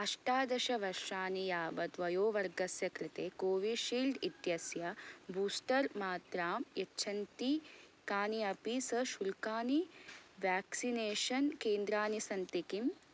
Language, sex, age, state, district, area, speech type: Sanskrit, female, 18-30, Karnataka, Belgaum, urban, read